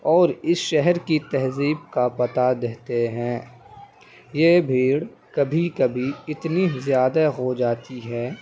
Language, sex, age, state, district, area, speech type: Urdu, male, 18-30, Delhi, Central Delhi, urban, spontaneous